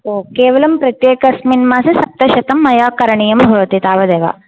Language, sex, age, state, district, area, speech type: Sanskrit, female, 18-30, Andhra Pradesh, Visakhapatnam, urban, conversation